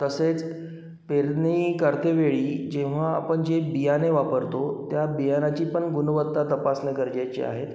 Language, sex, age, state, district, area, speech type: Marathi, male, 30-45, Maharashtra, Wardha, urban, spontaneous